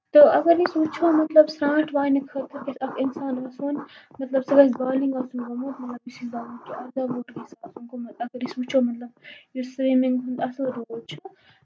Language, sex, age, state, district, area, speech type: Kashmiri, female, 18-30, Jammu and Kashmir, Baramulla, urban, spontaneous